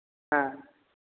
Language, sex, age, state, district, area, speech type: Hindi, male, 60+, Uttar Pradesh, Lucknow, rural, conversation